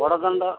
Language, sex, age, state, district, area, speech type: Odia, male, 60+, Odisha, Dhenkanal, rural, conversation